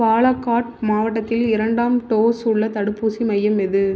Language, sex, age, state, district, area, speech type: Tamil, female, 18-30, Tamil Nadu, Mayiladuthurai, urban, read